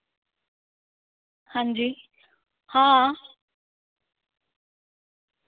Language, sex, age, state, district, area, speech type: Dogri, female, 18-30, Jammu and Kashmir, Samba, rural, conversation